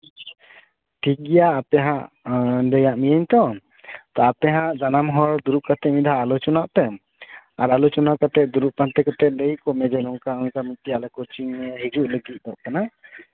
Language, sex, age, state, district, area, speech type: Santali, male, 30-45, West Bengal, Paschim Bardhaman, urban, conversation